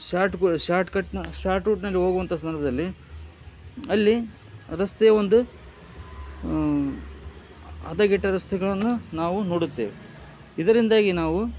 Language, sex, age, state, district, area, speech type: Kannada, male, 45-60, Karnataka, Koppal, rural, spontaneous